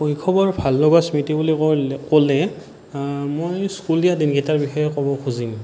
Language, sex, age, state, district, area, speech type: Assamese, male, 18-30, Assam, Nalbari, rural, spontaneous